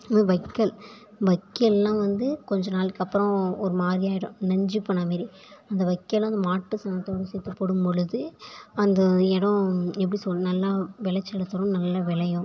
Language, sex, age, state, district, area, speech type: Tamil, female, 18-30, Tamil Nadu, Thanjavur, rural, spontaneous